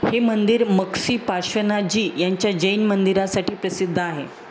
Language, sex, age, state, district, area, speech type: Marathi, female, 45-60, Maharashtra, Jalna, urban, read